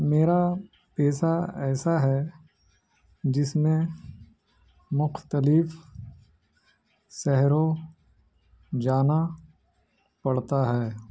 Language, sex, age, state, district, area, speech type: Urdu, male, 30-45, Bihar, Gaya, urban, spontaneous